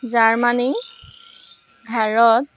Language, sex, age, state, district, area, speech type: Assamese, female, 18-30, Assam, Jorhat, urban, spontaneous